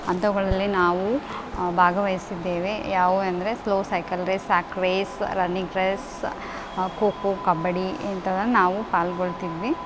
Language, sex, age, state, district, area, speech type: Kannada, female, 18-30, Karnataka, Bellary, rural, spontaneous